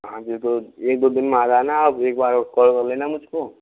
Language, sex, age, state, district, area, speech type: Hindi, male, 60+, Rajasthan, Karauli, rural, conversation